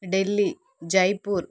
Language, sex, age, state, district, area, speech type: Telugu, female, 30-45, Andhra Pradesh, Nandyal, urban, spontaneous